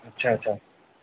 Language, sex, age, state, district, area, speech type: Sindhi, male, 18-30, Madhya Pradesh, Katni, rural, conversation